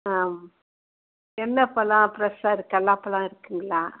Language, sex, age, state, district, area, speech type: Tamil, female, 60+, Tamil Nadu, Salem, rural, conversation